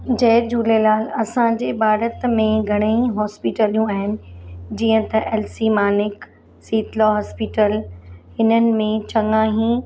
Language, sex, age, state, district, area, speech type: Sindhi, female, 30-45, Maharashtra, Mumbai Suburban, urban, spontaneous